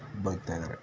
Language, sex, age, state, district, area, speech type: Kannada, male, 30-45, Karnataka, Mysore, urban, spontaneous